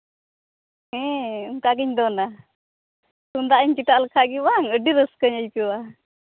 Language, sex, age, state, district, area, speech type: Santali, female, 18-30, Jharkhand, Pakur, rural, conversation